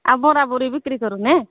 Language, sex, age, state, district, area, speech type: Odia, female, 45-60, Odisha, Angul, rural, conversation